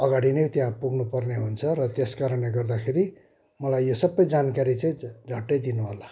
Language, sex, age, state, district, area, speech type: Nepali, male, 60+, West Bengal, Kalimpong, rural, spontaneous